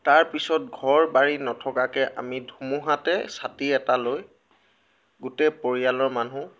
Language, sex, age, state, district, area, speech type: Assamese, male, 18-30, Assam, Tinsukia, rural, spontaneous